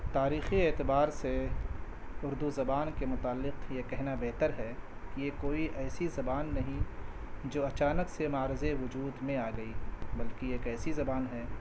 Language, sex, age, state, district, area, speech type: Urdu, male, 45-60, Delhi, Central Delhi, urban, spontaneous